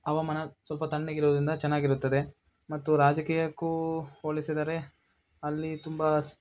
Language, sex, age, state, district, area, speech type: Kannada, male, 18-30, Karnataka, Bangalore Rural, urban, spontaneous